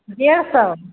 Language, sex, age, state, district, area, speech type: Hindi, female, 45-60, Uttar Pradesh, Mau, urban, conversation